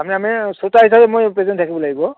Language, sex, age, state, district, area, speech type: Assamese, male, 45-60, Assam, Barpeta, rural, conversation